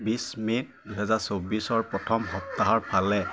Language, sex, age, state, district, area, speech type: Assamese, male, 18-30, Assam, Sivasagar, rural, read